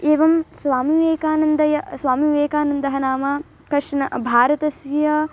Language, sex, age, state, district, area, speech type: Sanskrit, female, 18-30, Karnataka, Bangalore Rural, rural, spontaneous